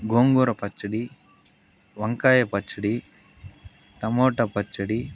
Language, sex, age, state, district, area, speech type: Telugu, male, 18-30, Andhra Pradesh, Sri Balaji, rural, spontaneous